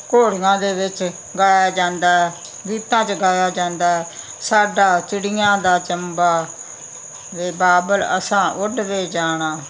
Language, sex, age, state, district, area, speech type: Punjabi, female, 60+, Punjab, Muktsar, urban, spontaneous